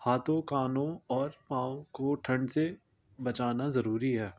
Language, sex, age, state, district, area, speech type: Urdu, male, 18-30, Delhi, North East Delhi, urban, spontaneous